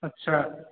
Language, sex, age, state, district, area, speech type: Hindi, male, 18-30, Uttar Pradesh, Azamgarh, rural, conversation